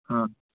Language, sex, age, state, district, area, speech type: Hindi, male, 18-30, Madhya Pradesh, Jabalpur, urban, conversation